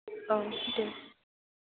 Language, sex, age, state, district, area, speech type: Bodo, female, 18-30, Assam, Chirang, urban, conversation